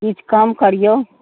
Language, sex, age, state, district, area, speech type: Maithili, female, 60+, Bihar, Saharsa, rural, conversation